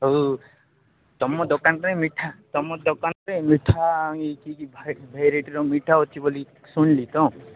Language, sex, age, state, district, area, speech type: Odia, male, 30-45, Odisha, Nabarangpur, urban, conversation